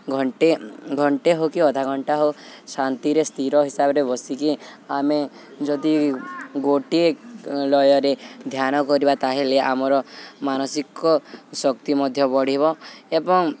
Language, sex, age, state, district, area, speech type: Odia, male, 18-30, Odisha, Subarnapur, urban, spontaneous